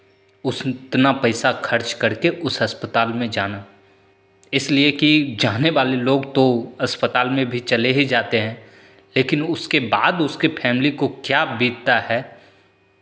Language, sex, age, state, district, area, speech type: Hindi, male, 30-45, Bihar, Begusarai, rural, spontaneous